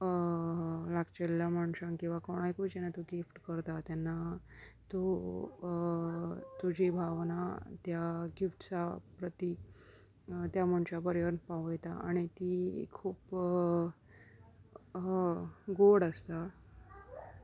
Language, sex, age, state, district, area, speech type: Goan Konkani, female, 30-45, Goa, Salcete, rural, spontaneous